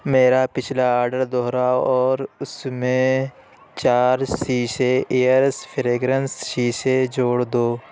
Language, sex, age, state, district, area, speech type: Urdu, male, 30-45, Uttar Pradesh, Lucknow, urban, read